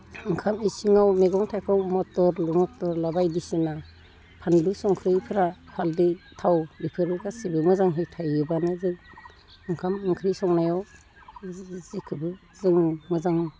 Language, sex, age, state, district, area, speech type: Bodo, female, 45-60, Assam, Udalguri, rural, spontaneous